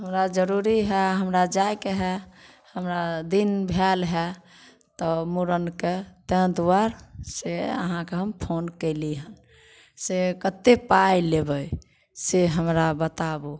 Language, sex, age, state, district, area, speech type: Maithili, female, 60+, Bihar, Samastipur, urban, spontaneous